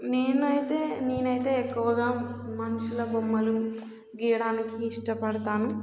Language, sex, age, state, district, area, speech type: Telugu, female, 18-30, Telangana, Warangal, rural, spontaneous